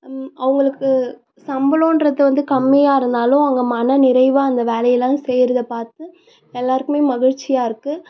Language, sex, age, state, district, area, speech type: Tamil, female, 18-30, Tamil Nadu, Tiruvannamalai, rural, spontaneous